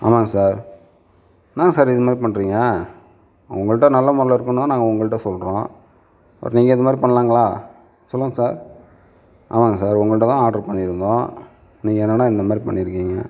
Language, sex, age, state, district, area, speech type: Tamil, male, 60+, Tamil Nadu, Sivaganga, urban, spontaneous